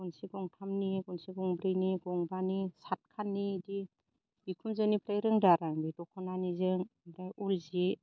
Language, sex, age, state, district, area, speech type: Bodo, female, 45-60, Assam, Baksa, rural, spontaneous